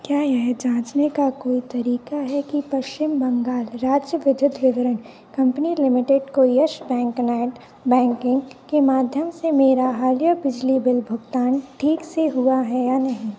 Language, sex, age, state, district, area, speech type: Hindi, female, 18-30, Madhya Pradesh, Narsinghpur, rural, read